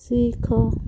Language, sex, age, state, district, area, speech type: Odia, female, 45-60, Odisha, Subarnapur, urban, read